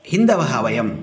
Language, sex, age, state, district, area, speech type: Sanskrit, male, 45-60, Karnataka, Shimoga, rural, spontaneous